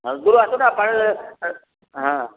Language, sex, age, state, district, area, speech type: Odia, male, 60+, Odisha, Gajapati, rural, conversation